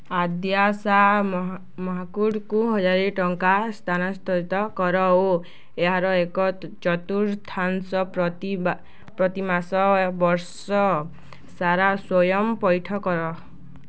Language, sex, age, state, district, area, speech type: Odia, female, 18-30, Odisha, Balangir, urban, read